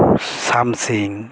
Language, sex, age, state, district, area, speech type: Bengali, male, 30-45, West Bengal, Alipurduar, rural, spontaneous